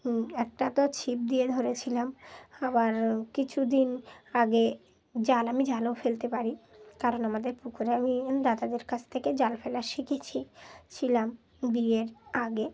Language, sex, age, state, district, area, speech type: Bengali, female, 30-45, West Bengal, Dakshin Dinajpur, urban, spontaneous